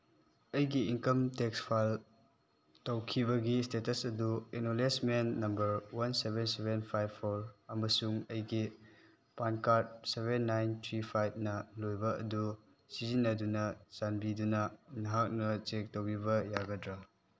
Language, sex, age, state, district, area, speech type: Manipuri, male, 18-30, Manipur, Chandel, rural, read